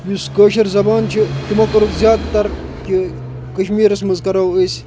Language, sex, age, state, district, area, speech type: Kashmiri, male, 30-45, Jammu and Kashmir, Kupwara, rural, spontaneous